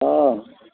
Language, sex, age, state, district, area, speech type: Sindhi, male, 60+, Delhi, South Delhi, urban, conversation